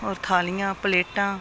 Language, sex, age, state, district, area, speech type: Dogri, female, 60+, Jammu and Kashmir, Samba, urban, spontaneous